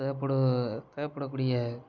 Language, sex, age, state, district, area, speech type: Tamil, male, 30-45, Tamil Nadu, Sivaganga, rural, spontaneous